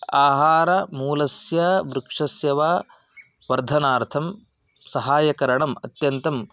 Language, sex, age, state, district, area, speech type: Sanskrit, male, 30-45, Karnataka, Chikkamagaluru, rural, spontaneous